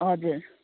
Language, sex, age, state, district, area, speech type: Nepali, female, 45-60, West Bengal, Kalimpong, rural, conversation